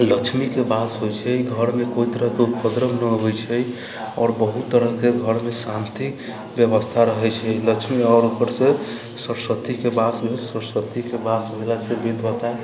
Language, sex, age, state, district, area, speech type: Maithili, male, 45-60, Bihar, Sitamarhi, rural, spontaneous